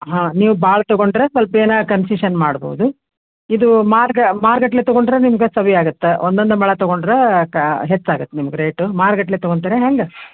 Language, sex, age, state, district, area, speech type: Kannada, female, 60+, Karnataka, Koppal, urban, conversation